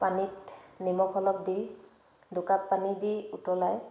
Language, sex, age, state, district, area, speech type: Assamese, female, 30-45, Assam, Dhemaji, urban, spontaneous